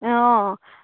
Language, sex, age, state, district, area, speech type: Assamese, female, 18-30, Assam, Charaideo, rural, conversation